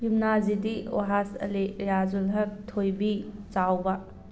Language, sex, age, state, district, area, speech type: Manipuri, female, 18-30, Manipur, Thoubal, rural, spontaneous